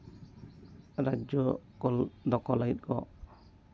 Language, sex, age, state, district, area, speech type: Santali, male, 18-30, West Bengal, Bankura, rural, spontaneous